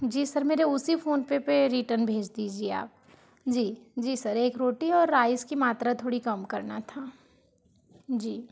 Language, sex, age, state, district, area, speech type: Hindi, female, 45-60, Madhya Pradesh, Balaghat, rural, spontaneous